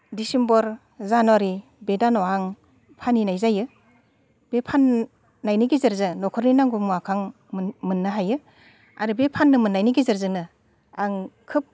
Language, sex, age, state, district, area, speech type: Bodo, female, 45-60, Assam, Udalguri, rural, spontaneous